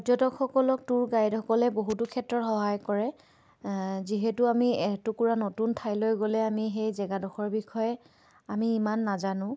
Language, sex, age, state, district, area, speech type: Assamese, female, 18-30, Assam, Dibrugarh, urban, spontaneous